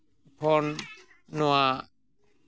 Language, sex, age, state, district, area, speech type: Santali, male, 45-60, West Bengal, Malda, rural, spontaneous